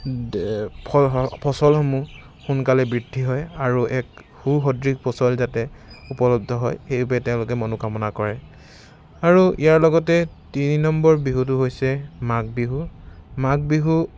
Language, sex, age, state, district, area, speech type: Assamese, male, 18-30, Assam, Charaideo, urban, spontaneous